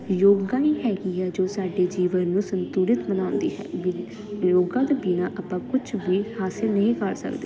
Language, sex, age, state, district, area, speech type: Punjabi, female, 18-30, Punjab, Jalandhar, urban, spontaneous